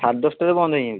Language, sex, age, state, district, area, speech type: Odia, male, 18-30, Odisha, Puri, urban, conversation